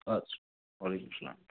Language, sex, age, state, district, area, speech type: Kashmiri, male, 45-60, Jammu and Kashmir, Budgam, urban, conversation